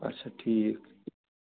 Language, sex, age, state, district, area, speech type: Kashmiri, male, 30-45, Jammu and Kashmir, Srinagar, urban, conversation